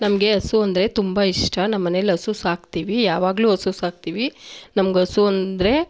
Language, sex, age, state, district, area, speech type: Kannada, female, 45-60, Karnataka, Mandya, rural, spontaneous